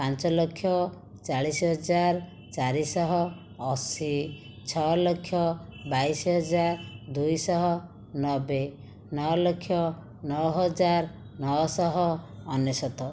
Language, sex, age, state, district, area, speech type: Odia, female, 30-45, Odisha, Jajpur, rural, spontaneous